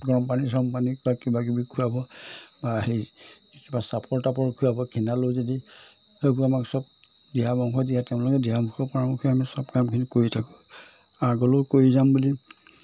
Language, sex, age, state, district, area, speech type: Assamese, male, 60+, Assam, Majuli, urban, spontaneous